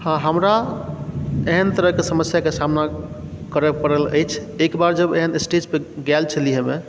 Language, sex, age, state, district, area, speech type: Maithili, male, 30-45, Bihar, Supaul, rural, spontaneous